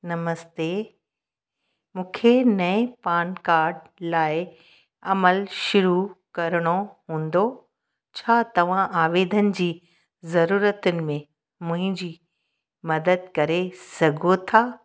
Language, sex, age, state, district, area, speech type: Sindhi, female, 45-60, Gujarat, Kutch, rural, read